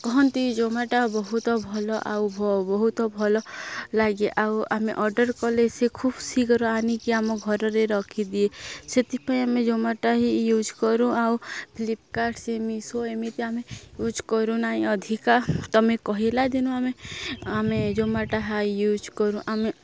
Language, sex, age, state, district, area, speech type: Odia, female, 18-30, Odisha, Nuapada, urban, spontaneous